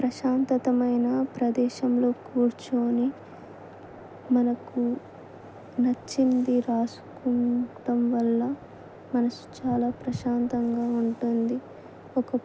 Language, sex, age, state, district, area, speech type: Telugu, female, 18-30, Telangana, Adilabad, urban, spontaneous